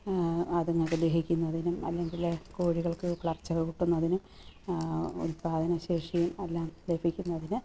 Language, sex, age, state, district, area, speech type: Malayalam, female, 30-45, Kerala, Alappuzha, rural, spontaneous